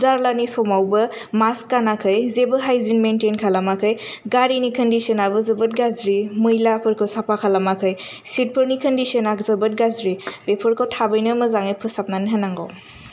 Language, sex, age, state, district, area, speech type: Bodo, female, 18-30, Assam, Kokrajhar, urban, spontaneous